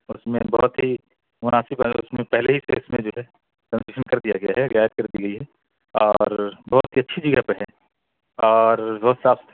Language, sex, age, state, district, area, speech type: Urdu, male, 30-45, Bihar, Purnia, rural, conversation